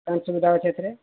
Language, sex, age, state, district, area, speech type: Odia, male, 45-60, Odisha, Sambalpur, rural, conversation